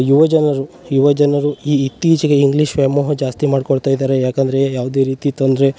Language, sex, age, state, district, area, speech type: Kannada, male, 18-30, Karnataka, Uttara Kannada, rural, spontaneous